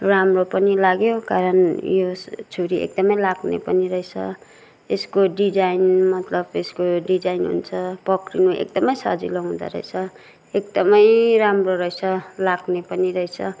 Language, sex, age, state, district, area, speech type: Nepali, female, 60+, West Bengal, Kalimpong, rural, spontaneous